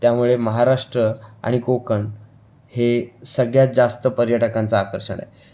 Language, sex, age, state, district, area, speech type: Marathi, male, 18-30, Maharashtra, Raigad, rural, spontaneous